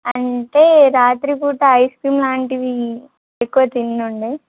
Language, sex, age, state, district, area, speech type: Telugu, female, 18-30, Telangana, Kamareddy, urban, conversation